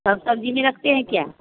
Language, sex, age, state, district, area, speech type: Hindi, female, 45-60, Bihar, Vaishali, rural, conversation